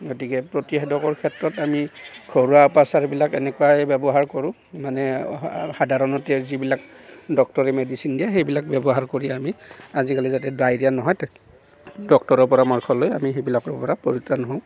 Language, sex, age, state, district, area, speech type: Assamese, male, 45-60, Assam, Barpeta, rural, spontaneous